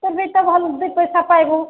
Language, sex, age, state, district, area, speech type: Odia, female, 45-60, Odisha, Sambalpur, rural, conversation